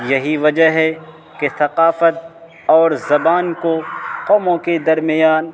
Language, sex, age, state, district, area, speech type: Urdu, male, 30-45, Bihar, Araria, rural, spontaneous